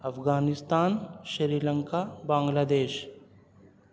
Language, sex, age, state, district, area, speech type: Urdu, female, 30-45, Delhi, Central Delhi, urban, spontaneous